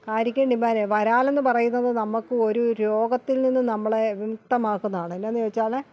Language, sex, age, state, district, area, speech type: Malayalam, female, 45-60, Kerala, Alappuzha, rural, spontaneous